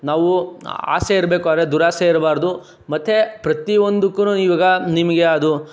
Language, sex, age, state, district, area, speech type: Kannada, male, 60+, Karnataka, Chikkaballapur, rural, spontaneous